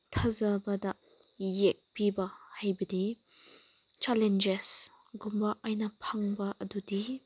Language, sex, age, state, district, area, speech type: Manipuri, female, 18-30, Manipur, Senapati, rural, spontaneous